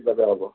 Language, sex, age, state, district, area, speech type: Assamese, male, 60+, Assam, Darrang, rural, conversation